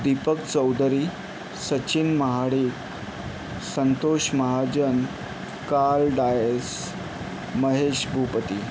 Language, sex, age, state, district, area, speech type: Marathi, male, 60+, Maharashtra, Yavatmal, urban, spontaneous